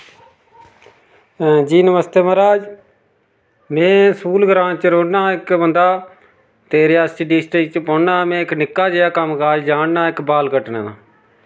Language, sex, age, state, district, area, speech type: Dogri, male, 30-45, Jammu and Kashmir, Reasi, rural, spontaneous